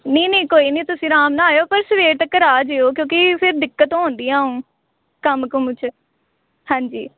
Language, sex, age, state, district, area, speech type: Punjabi, female, 18-30, Punjab, Gurdaspur, urban, conversation